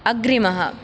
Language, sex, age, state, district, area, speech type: Sanskrit, female, 18-30, Karnataka, Udupi, urban, read